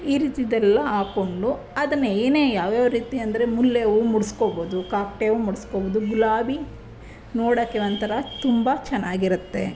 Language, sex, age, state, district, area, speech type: Kannada, female, 30-45, Karnataka, Chamarajanagar, rural, spontaneous